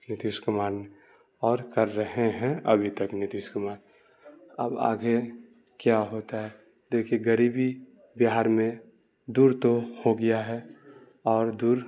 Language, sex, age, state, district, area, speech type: Urdu, male, 18-30, Bihar, Darbhanga, rural, spontaneous